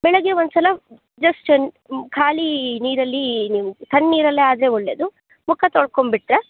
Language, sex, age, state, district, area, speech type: Kannada, female, 18-30, Karnataka, Chikkamagaluru, rural, conversation